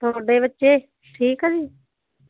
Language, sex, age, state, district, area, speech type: Punjabi, female, 45-60, Punjab, Muktsar, urban, conversation